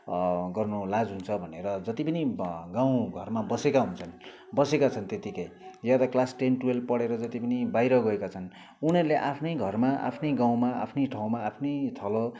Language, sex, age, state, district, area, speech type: Nepali, male, 30-45, West Bengal, Kalimpong, rural, spontaneous